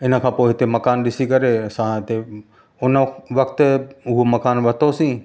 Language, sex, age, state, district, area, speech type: Sindhi, male, 45-60, Madhya Pradesh, Katni, rural, spontaneous